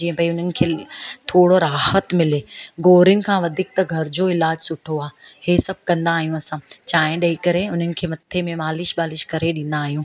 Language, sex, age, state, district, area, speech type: Sindhi, female, 30-45, Gujarat, Surat, urban, spontaneous